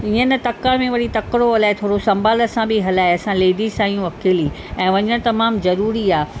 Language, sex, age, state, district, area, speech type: Sindhi, female, 45-60, Maharashtra, Mumbai Suburban, urban, spontaneous